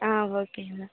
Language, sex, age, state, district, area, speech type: Tamil, female, 18-30, Tamil Nadu, Madurai, urban, conversation